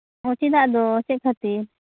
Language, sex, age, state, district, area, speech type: Santali, female, 18-30, West Bengal, Birbhum, rural, conversation